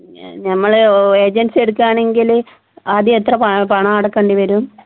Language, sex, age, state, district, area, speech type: Malayalam, female, 30-45, Kerala, Kannur, urban, conversation